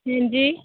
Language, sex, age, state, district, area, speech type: Punjabi, female, 18-30, Punjab, Muktsar, rural, conversation